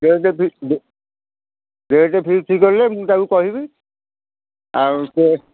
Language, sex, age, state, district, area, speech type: Odia, male, 30-45, Odisha, Kendujhar, urban, conversation